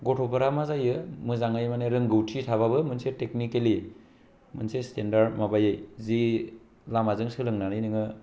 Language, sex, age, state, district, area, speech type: Bodo, male, 18-30, Assam, Kokrajhar, rural, spontaneous